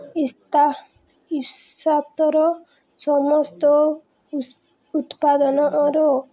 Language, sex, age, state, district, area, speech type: Odia, female, 18-30, Odisha, Subarnapur, urban, spontaneous